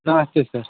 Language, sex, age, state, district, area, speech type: Hindi, male, 18-30, Uttar Pradesh, Ghazipur, rural, conversation